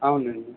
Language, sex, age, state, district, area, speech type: Telugu, male, 18-30, Andhra Pradesh, Visakhapatnam, urban, conversation